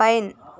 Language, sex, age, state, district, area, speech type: Telugu, female, 18-30, Andhra Pradesh, Srikakulam, urban, read